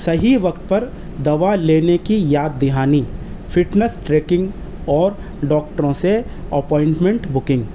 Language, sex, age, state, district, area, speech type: Urdu, male, 30-45, Delhi, East Delhi, urban, spontaneous